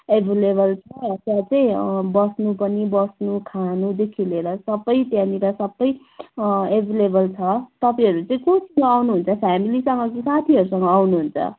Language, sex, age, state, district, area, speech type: Nepali, male, 60+, West Bengal, Kalimpong, rural, conversation